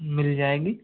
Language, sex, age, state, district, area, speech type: Hindi, male, 30-45, Rajasthan, Jaipur, urban, conversation